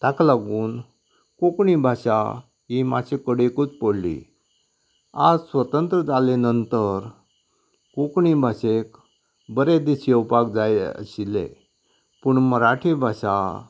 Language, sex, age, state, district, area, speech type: Goan Konkani, male, 60+, Goa, Canacona, rural, spontaneous